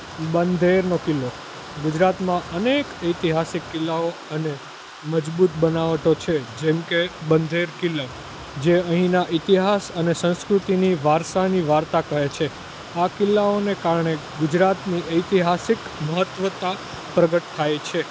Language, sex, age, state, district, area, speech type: Gujarati, male, 18-30, Gujarat, Junagadh, urban, spontaneous